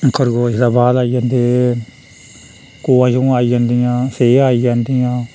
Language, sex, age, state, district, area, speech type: Dogri, male, 30-45, Jammu and Kashmir, Reasi, rural, spontaneous